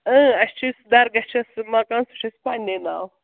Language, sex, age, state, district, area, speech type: Kashmiri, female, 30-45, Jammu and Kashmir, Srinagar, rural, conversation